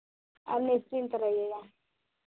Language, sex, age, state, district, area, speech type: Hindi, female, 18-30, Uttar Pradesh, Chandauli, rural, conversation